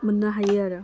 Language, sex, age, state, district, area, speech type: Bodo, female, 18-30, Assam, Udalguri, urban, spontaneous